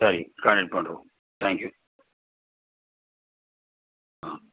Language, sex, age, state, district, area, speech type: Tamil, male, 30-45, Tamil Nadu, Cuddalore, rural, conversation